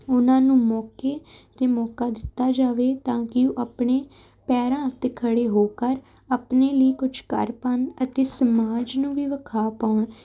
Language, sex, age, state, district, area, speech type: Punjabi, female, 18-30, Punjab, Jalandhar, urban, spontaneous